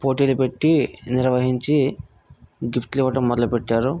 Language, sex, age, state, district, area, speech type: Telugu, male, 45-60, Andhra Pradesh, Vizianagaram, rural, spontaneous